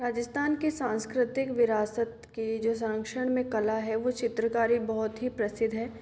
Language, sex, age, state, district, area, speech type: Hindi, female, 30-45, Rajasthan, Jaipur, urban, spontaneous